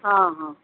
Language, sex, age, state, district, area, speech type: Odia, female, 60+, Odisha, Gajapati, rural, conversation